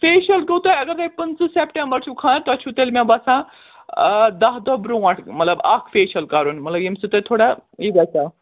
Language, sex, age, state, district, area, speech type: Kashmiri, female, 18-30, Jammu and Kashmir, Srinagar, urban, conversation